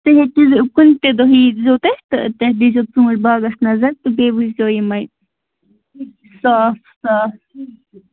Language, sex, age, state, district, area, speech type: Kashmiri, female, 18-30, Jammu and Kashmir, Budgam, rural, conversation